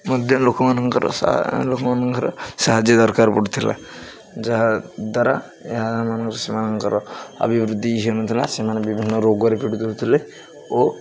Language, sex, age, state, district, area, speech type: Odia, male, 18-30, Odisha, Jagatsinghpur, rural, spontaneous